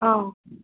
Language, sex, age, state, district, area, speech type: Assamese, female, 18-30, Assam, Goalpara, urban, conversation